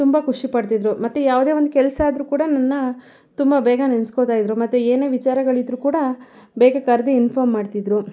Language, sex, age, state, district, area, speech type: Kannada, female, 30-45, Karnataka, Mandya, rural, spontaneous